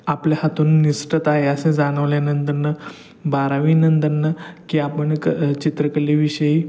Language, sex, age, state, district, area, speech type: Marathi, male, 30-45, Maharashtra, Satara, urban, spontaneous